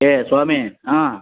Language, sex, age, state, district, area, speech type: Kannada, male, 60+, Karnataka, Bellary, rural, conversation